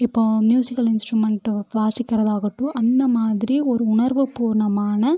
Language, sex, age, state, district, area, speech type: Tamil, female, 18-30, Tamil Nadu, Erode, rural, spontaneous